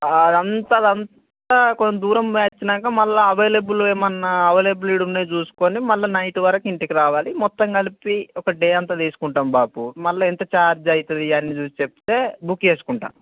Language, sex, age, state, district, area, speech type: Telugu, male, 45-60, Telangana, Mancherial, rural, conversation